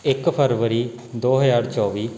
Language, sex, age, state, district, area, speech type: Punjabi, male, 18-30, Punjab, Patiala, urban, spontaneous